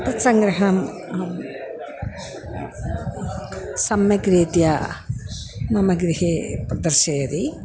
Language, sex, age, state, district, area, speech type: Sanskrit, female, 60+, Kerala, Kannur, urban, spontaneous